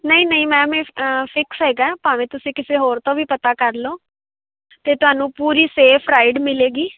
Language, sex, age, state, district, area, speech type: Punjabi, female, 18-30, Punjab, Fazilka, rural, conversation